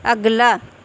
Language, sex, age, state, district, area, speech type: Urdu, female, 30-45, Uttar Pradesh, Shahjahanpur, urban, read